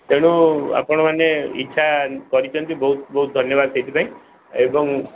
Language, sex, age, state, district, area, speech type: Odia, male, 45-60, Odisha, Sundergarh, rural, conversation